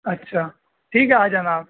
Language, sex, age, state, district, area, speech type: Urdu, male, 18-30, Uttar Pradesh, Rampur, urban, conversation